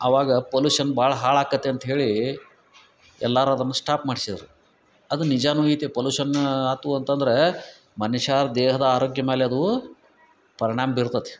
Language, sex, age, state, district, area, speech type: Kannada, male, 45-60, Karnataka, Dharwad, rural, spontaneous